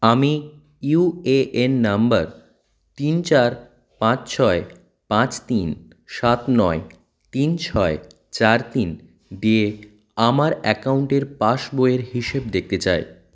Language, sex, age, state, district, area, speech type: Bengali, male, 30-45, West Bengal, South 24 Parganas, rural, read